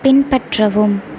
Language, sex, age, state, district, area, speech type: Tamil, female, 18-30, Tamil Nadu, Sivaganga, rural, read